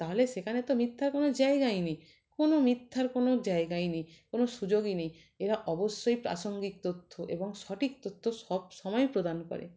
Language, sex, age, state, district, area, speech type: Bengali, female, 30-45, West Bengal, North 24 Parganas, urban, spontaneous